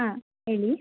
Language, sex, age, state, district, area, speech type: Kannada, female, 18-30, Karnataka, Tumkur, rural, conversation